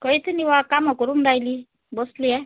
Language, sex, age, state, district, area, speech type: Marathi, female, 45-60, Maharashtra, Amravati, rural, conversation